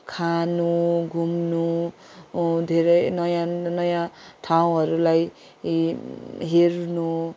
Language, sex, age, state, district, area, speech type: Nepali, female, 18-30, West Bengal, Darjeeling, rural, spontaneous